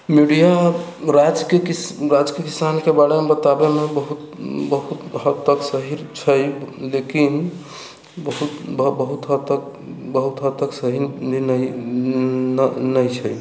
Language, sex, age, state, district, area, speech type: Maithili, male, 45-60, Bihar, Sitamarhi, rural, spontaneous